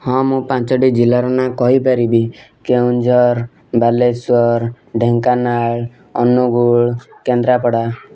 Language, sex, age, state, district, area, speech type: Odia, male, 18-30, Odisha, Kendujhar, urban, spontaneous